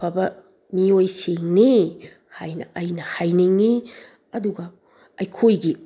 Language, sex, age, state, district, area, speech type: Manipuri, female, 60+, Manipur, Bishnupur, rural, spontaneous